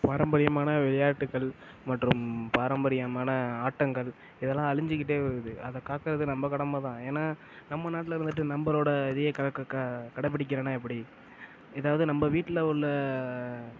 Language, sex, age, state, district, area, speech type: Tamil, male, 18-30, Tamil Nadu, Mayiladuthurai, urban, spontaneous